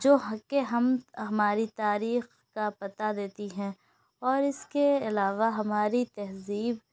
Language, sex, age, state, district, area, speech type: Urdu, female, 18-30, Uttar Pradesh, Lucknow, urban, spontaneous